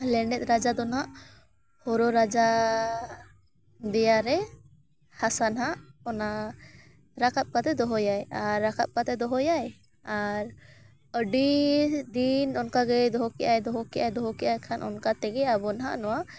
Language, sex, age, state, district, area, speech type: Santali, female, 18-30, Jharkhand, Bokaro, rural, spontaneous